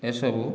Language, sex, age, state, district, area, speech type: Odia, male, 60+, Odisha, Boudh, rural, spontaneous